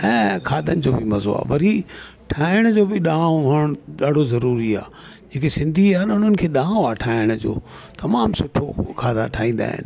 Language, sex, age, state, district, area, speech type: Sindhi, male, 60+, Delhi, South Delhi, urban, spontaneous